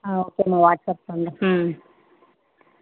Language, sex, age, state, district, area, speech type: Tamil, female, 18-30, Tamil Nadu, Tirupattur, rural, conversation